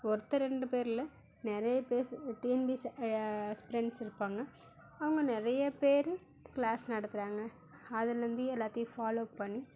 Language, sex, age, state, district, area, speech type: Tamil, female, 30-45, Tamil Nadu, Mayiladuthurai, urban, spontaneous